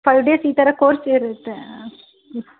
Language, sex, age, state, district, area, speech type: Kannada, female, 45-60, Karnataka, Davanagere, rural, conversation